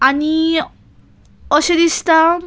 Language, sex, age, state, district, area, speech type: Goan Konkani, female, 18-30, Goa, Salcete, urban, spontaneous